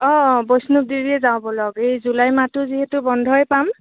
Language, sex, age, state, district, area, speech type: Assamese, female, 18-30, Assam, Goalpara, urban, conversation